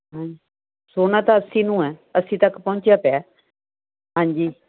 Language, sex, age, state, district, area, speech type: Punjabi, female, 60+, Punjab, Muktsar, urban, conversation